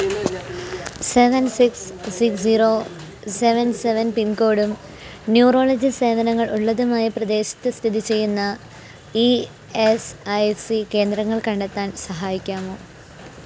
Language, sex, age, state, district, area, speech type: Malayalam, female, 18-30, Kerala, Pathanamthitta, rural, read